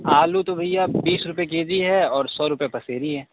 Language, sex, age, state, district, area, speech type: Hindi, male, 45-60, Uttar Pradesh, Sonbhadra, rural, conversation